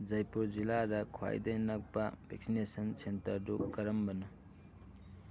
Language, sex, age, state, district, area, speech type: Manipuri, male, 18-30, Manipur, Thoubal, rural, read